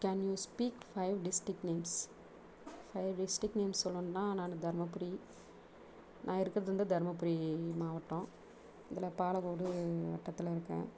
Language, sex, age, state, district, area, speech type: Tamil, female, 30-45, Tamil Nadu, Dharmapuri, rural, spontaneous